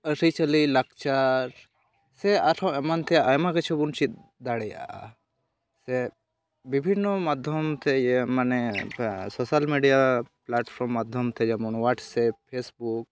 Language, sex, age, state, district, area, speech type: Santali, male, 18-30, West Bengal, Malda, rural, spontaneous